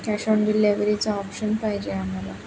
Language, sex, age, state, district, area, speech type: Marathi, female, 18-30, Maharashtra, Sindhudurg, rural, spontaneous